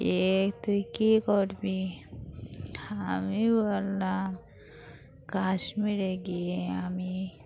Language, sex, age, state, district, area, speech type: Bengali, female, 45-60, West Bengal, Dakshin Dinajpur, urban, spontaneous